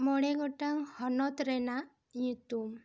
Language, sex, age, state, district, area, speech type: Santali, female, 18-30, West Bengal, Bankura, rural, spontaneous